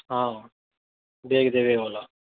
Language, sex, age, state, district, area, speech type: Odia, male, 18-30, Odisha, Bargarh, urban, conversation